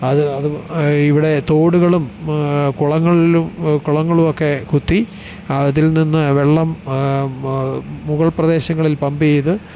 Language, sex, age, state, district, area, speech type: Malayalam, male, 45-60, Kerala, Thiruvananthapuram, urban, spontaneous